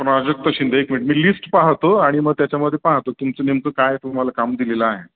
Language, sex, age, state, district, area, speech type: Marathi, male, 30-45, Maharashtra, Ahmednagar, rural, conversation